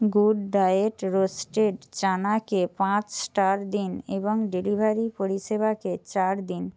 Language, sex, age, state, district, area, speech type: Bengali, female, 45-60, West Bengal, Jhargram, rural, read